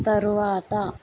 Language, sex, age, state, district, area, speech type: Telugu, female, 30-45, Andhra Pradesh, N T Rama Rao, urban, read